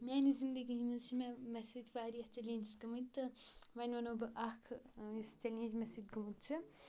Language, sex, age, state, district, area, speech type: Kashmiri, female, 18-30, Jammu and Kashmir, Kupwara, rural, spontaneous